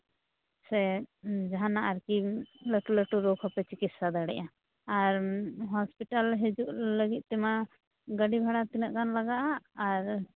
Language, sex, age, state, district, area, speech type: Santali, female, 18-30, West Bengal, Uttar Dinajpur, rural, conversation